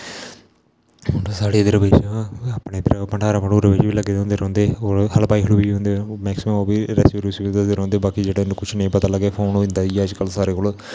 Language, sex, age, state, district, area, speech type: Dogri, male, 18-30, Jammu and Kashmir, Kathua, rural, spontaneous